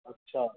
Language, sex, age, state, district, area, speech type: Hindi, male, 45-60, Madhya Pradesh, Jabalpur, urban, conversation